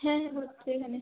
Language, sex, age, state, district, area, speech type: Bengali, female, 30-45, West Bengal, Hooghly, urban, conversation